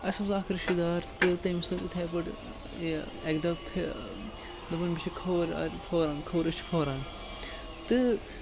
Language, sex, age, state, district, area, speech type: Kashmiri, male, 18-30, Jammu and Kashmir, Srinagar, rural, spontaneous